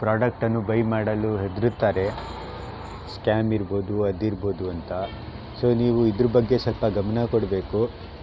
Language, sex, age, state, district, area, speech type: Kannada, male, 30-45, Karnataka, Shimoga, rural, spontaneous